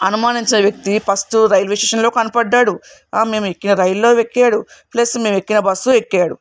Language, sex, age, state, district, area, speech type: Telugu, female, 45-60, Telangana, Hyderabad, urban, spontaneous